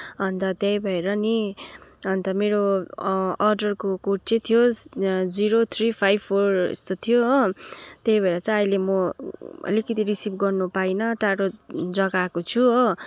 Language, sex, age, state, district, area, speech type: Nepali, female, 30-45, West Bengal, Kalimpong, rural, spontaneous